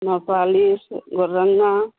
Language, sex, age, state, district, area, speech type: Hindi, female, 45-60, Bihar, Vaishali, rural, conversation